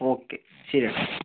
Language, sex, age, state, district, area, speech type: Malayalam, male, 45-60, Kerala, Palakkad, rural, conversation